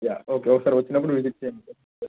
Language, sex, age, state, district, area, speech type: Telugu, male, 30-45, Andhra Pradesh, N T Rama Rao, rural, conversation